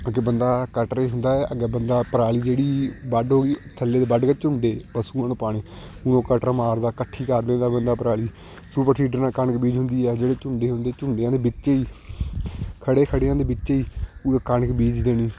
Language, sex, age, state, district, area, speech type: Punjabi, male, 18-30, Punjab, Shaheed Bhagat Singh Nagar, rural, spontaneous